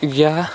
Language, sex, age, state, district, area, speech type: Kashmiri, male, 18-30, Jammu and Kashmir, Shopian, rural, spontaneous